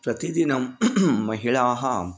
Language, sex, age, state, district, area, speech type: Sanskrit, male, 45-60, Karnataka, Bidar, urban, spontaneous